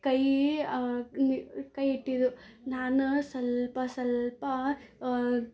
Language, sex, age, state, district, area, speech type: Kannada, female, 18-30, Karnataka, Bangalore Rural, urban, spontaneous